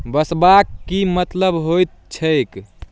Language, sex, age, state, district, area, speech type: Maithili, male, 18-30, Bihar, Darbhanga, rural, read